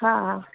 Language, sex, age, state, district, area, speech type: Marathi, female, 18-30, Maharashtra, Amravati, urban, conversation